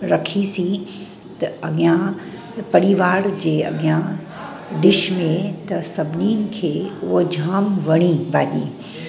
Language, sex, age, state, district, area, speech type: Sindhi, female, 45-60, Maharashtra, Mumbai Suburban, urban, spontaneous